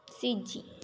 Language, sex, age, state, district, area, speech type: Sanskrit, female, 18-30, Kerala, Thrissur, rural, spontaneous